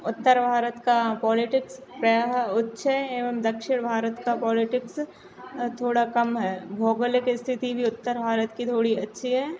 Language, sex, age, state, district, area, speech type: Hindi, female, 18-30, Madhya Pradesh, Narsinghpur, rural, spontaneous